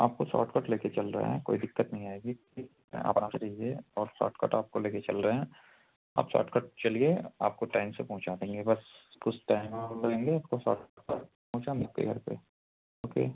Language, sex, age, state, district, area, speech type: Hindi, male, 30-45, Uttar Pradesh, Chandauli, rural, conversation